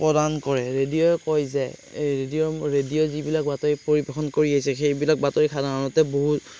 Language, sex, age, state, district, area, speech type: Assamese, male, 30-45, Assam, Darrang, rural, spontaneous